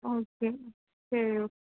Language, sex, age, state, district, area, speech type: Tamil, female, 30-45, Tamil Nadu, Mayiladuthurai, urban, conversation